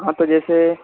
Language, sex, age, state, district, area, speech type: Hindi, male, 30-45, Madhya Pradesh, Harda, urban, conversation